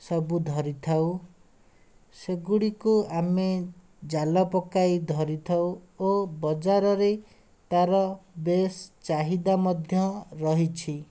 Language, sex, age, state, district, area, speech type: Odia, male, 18-30, Odisha, Bhadrak, rural, spontaneous